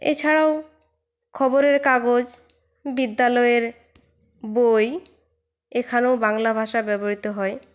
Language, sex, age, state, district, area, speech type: Bengali, female, 18-30, West Bengal, Purulia, rural, spontaneous